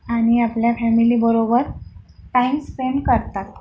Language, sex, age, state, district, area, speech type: Marathi, female, 30-45, Maharashtra, Akola, urban, spontaneous